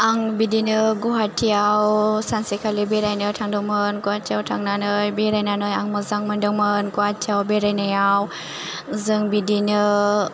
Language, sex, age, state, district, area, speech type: Bodo, female, 18-30, Assam, Chirang, rural, spontaneous